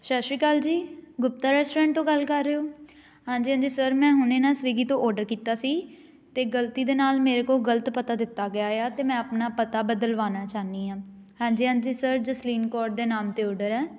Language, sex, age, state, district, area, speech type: Punjabi, female, 18-30, Punjab, Amritsar, urban, spontaneous